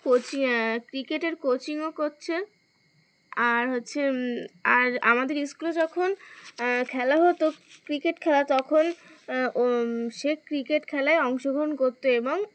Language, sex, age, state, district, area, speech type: Bengali, female, 18-30, West Bengal, Uttar Dinajpur, urban, spontaneous